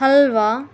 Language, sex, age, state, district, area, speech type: Telugu, female, 18-30, Andhra Pradesh, Kadapa, rural, spontaneous